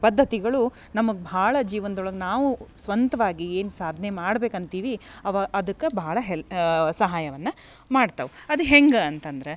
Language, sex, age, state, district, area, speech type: Kannada, female, 30-45, Karnataka, Dharwad, rural, spontaneous